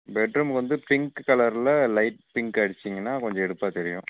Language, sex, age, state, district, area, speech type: Tamil, male, 18-30, Tamil Nadu, Dharmapuri, rural, conversation